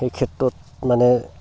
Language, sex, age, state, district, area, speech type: Assamese, male, 60+, Assam, Dhemaji, rural, spontaneous